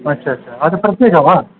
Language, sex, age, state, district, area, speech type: Kannada, male, 60+, Karnataka, Udupi, rural, conversation